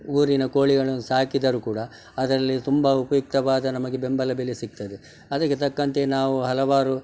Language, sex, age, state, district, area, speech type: Kannada, male, 60+, Karnataka, Udupi, rural, spontaneous